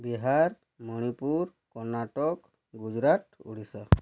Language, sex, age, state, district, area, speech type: Odia, male, 30-45, Odisha, Bargarh, rural, spontaneous